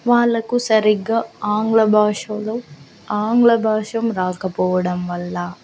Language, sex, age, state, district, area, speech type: Telugu, female, 18-30, Andhra Pradesh, Nandyal, rural, spontaneous